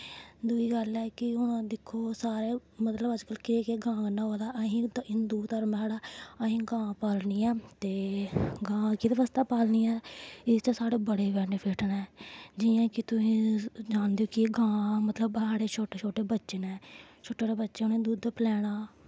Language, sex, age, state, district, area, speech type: Dogri, female, 18-30, Jammu and Kashmir, Samba, rural, spontaneous